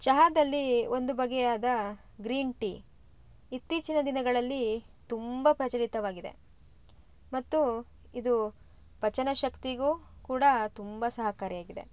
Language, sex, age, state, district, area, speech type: Kannada, female, 30-45, Karnataka, Shimoga, rural, spontaneous